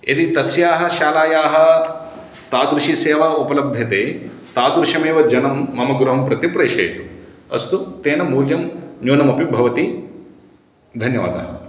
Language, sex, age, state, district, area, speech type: Sanskrit, male, 30-45, Andhra Pradesh, Guntur, urban, spontaneous